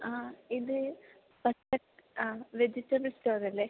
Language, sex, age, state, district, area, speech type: Malayalam, female, 18-30, Kerala, Kasaragod, rural, conversation